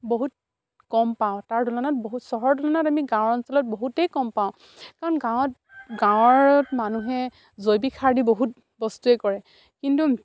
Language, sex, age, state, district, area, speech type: Assamese, female, 45-60, Assam, Dibrugarh, rural, spontaneous